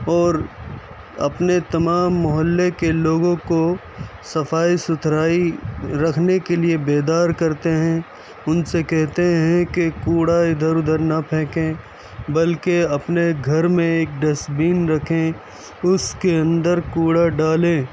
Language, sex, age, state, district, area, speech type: Urdu, male, 45-60, Delhi, Central Delhi, urban, spontaneous